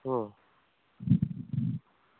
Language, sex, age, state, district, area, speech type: Bengali, male, 18-30, West Bengal, Bankura, rural, conversation